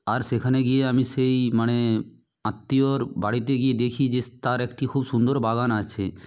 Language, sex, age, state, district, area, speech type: Bengali, male, 18-30, West Bengal, Nadia, rural, spontaneous